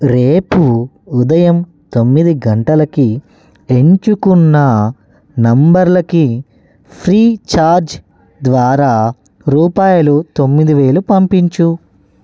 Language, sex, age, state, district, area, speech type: Telugu, male, 18-30, Telangana, Hyderabad, urban, read